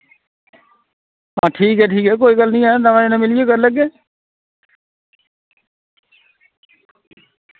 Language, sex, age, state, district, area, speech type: Dogri, male, 45-60, Jammu and Kashmir, Reasi, rural, conversation